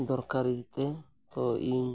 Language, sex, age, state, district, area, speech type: Santali, male, 45-60, Odisha, Mayurbhanj, rural, spontaneous